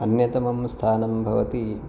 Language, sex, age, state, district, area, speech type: Sanskrit, male, 30-45, Maharashtra, Pune, urban, spontaneous